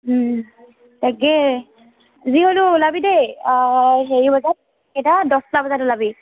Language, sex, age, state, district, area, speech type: Assamese, female, 18-30, Assam, Tinsukia, urban, conversation